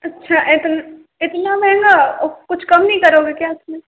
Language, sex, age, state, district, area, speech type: Hindi, female, 18-30, Rajasthan, Karauli, urban, conversation